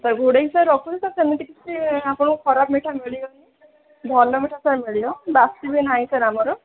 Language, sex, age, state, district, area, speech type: Odia, female, 18-30, Odisha, Jajpur, rural, conversation